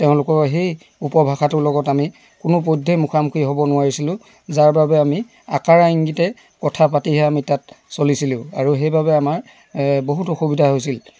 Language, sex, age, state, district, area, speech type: Assamese, male, 60+, Assam, Dibrugarh, rural, spontaneous